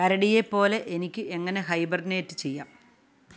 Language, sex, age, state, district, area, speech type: Malayalam, female, 60+, Kerala, Kasaragod, rural, read